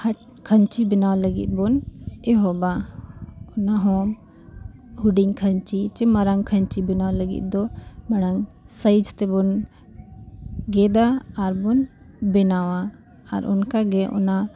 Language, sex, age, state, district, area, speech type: Santali, female, 18-30, Jharkhand, Bokaro, rural, spontaneous